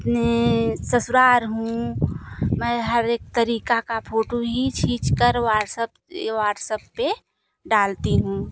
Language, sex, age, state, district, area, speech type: Hindi, female, 45-60, Uttar Pradesh, Jaunpur, rural, spontaneous